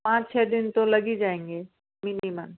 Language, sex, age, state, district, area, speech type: Hindi, female, 30-45, Rajasthan, Jaipur, urban, conversation